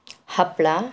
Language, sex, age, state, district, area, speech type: Kannada, female, 45-60, Karnataka, Bidar, urban, spontaneous